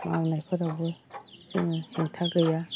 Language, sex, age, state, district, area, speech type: Bodo, female, 45-60, Assam, Chirang, rural, spontaneous